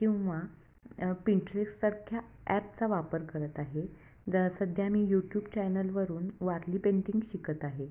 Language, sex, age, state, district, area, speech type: Marathi, female, 30-45, Maharashtra, Kolhapur, urban, spontaneous